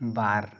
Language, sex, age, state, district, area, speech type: Santali, male, 18-30, West Bengal, Bankura, rural, read